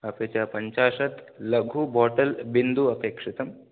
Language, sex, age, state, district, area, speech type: Sanskrit, male, 18-30, Tamil Nadu, Tiruvallur, rural, conversation